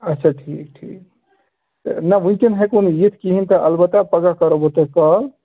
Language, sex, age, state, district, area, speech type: Kashmiri, male, 30-45, Jammu and Kashmir, Ganderbal, rural, conversation